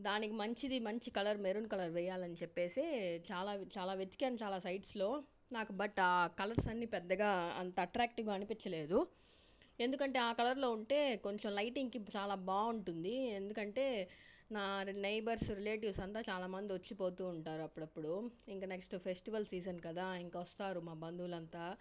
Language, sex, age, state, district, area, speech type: Telugu, female, 45-60, Andhra Pradesh, Chittoor, urban, spontaneous